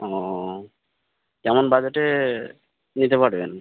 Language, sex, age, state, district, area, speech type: Bengali, male, 18-30, West Bengal, Birbhum, urban, conversation